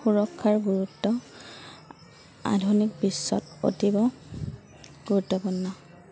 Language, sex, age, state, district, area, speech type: Assamese, female, 30-45, Assam, Goalpara, rural, spontaneous